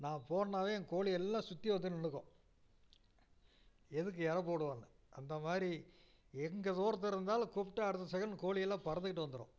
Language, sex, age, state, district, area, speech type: Tamil, male, 60+, Tamil Nadu, Namakkal, rural, spontaneous